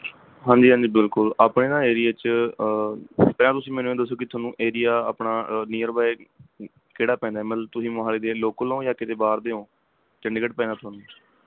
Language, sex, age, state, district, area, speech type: Punjabi, male, 18-30, Punjab, Mohali, rural, conversation